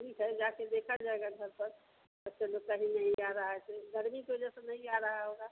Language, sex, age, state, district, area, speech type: Hindi, female, 60+, Bihar, Vaishali, urban, conversation